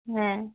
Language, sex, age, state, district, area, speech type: Bengali, female, 45-60, West Bengal, Uttar Dinajpur, urban, conversation